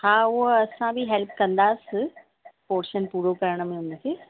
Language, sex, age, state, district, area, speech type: Sindhi, female, 30-45, Maharashtra, Thane, urban, conversation